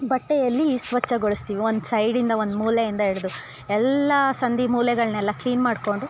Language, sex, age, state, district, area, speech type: Kannada, female, 30-45, Karnataka, Chikkamagaluru, rural, spontaneous